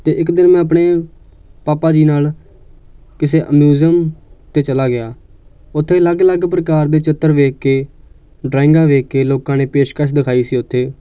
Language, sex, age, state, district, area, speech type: Punjabi, male, 18-30, Punjab, Amritsar, urban, spontaneous